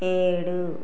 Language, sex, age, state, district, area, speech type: Telugu, female, 30-45, Telangana, Karimnagar, rural, read